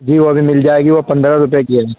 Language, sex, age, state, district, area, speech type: Urdu, male, 18-30, Uttar Pradesh, Saharanpur, urban, conversation